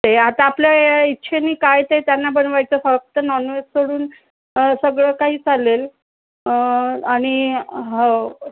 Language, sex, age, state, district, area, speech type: Marathi, female, 60+, Maharashtra, Nagpur, urban, conversation